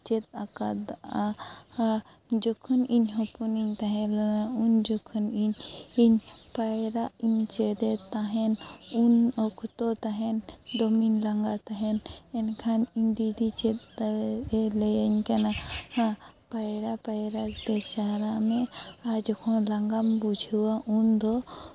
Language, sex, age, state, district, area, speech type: Santali, female, 18-30, Jharkhand, Seraikela Kharsawan, rural, spontaneous